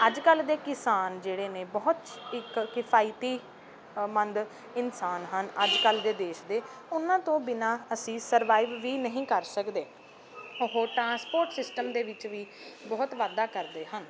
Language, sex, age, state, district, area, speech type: Punjabi, female, 18-30, Punjab, Ludhiana, urban, spontaneous